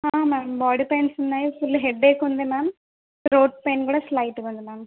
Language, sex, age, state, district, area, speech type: Telugu, female, 18-30, Telangana, Ranga Reddy, rural, conversation